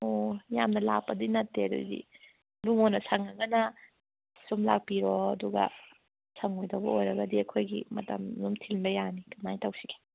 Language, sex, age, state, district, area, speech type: Manipuri, female, 30-45, Manipur, Kangpokpi, urban, conversation